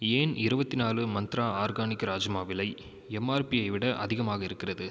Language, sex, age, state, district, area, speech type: Tamil, male, 18-30, Tamil Nadu, Viluppuram, urban, read